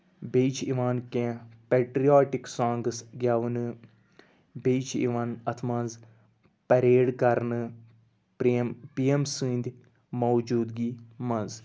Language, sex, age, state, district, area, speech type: Kashmiri, male, 30-45, Jammu and Kashmir, Anantnag, rural, spontaneous